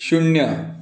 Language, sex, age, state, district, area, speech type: Marathi, male, 45-60, Maharashtra, Wardha, urban, read